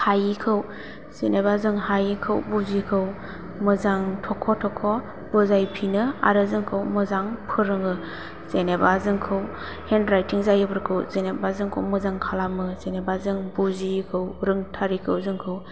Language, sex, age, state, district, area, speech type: Bodo, female, 18-30, Assam, Chirang, rural, spontaneous